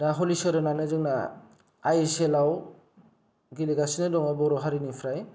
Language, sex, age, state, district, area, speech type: Bodo, male, 18-30, Assam, Kokrajhar, rural, spontaneous